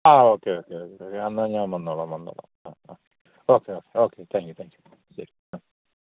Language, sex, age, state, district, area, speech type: Malayalam, male, 45-60, Kerala, Idukki, rural, conversation